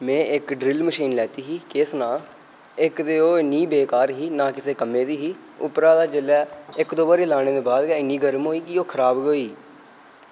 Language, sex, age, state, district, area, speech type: Dogri, male, 18-30, Jammu and Kashmir, Reasi, rural, spontaneous